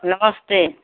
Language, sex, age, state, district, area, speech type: Hindi, female, 60+, Uttar Pradesh, Mau, rural, conversation